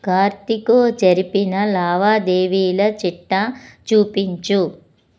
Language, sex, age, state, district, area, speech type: Telugu, female, 45-60, Andhra Pradesh, Anakapalli, rural, read